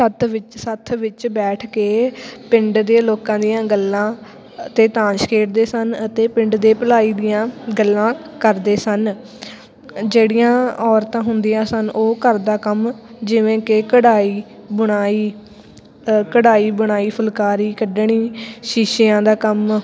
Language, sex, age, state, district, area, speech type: Punjabi, female, 18-30, Punjab, Fatehgarh Sahib, rural, spontaneous